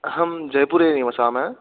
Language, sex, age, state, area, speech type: Sanskrit, male, 18-30, Rajasthan, urban, conversation